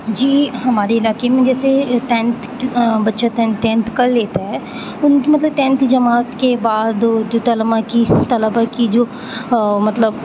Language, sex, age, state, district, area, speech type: Urdu, female, 18-30, Uttar Pradesh, Aligarh, urban, spontaneous